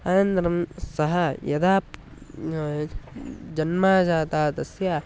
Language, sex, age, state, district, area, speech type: Sanskrit, male, 18-30, Karnataka, Tumkur, urban, spontaneous